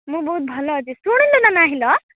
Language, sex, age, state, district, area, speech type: Odia, female, 18-30, Odisha, Malkangiri, urban, conversation